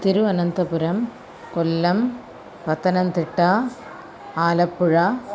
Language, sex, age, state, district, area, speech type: Sanskrit, female, 45-60, Kerala, Thiruvananthapuram, urban, spontaneous